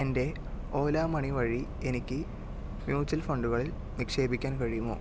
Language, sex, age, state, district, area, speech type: Malayalam, male, 18-30, Kerala, Palakkad, rural, read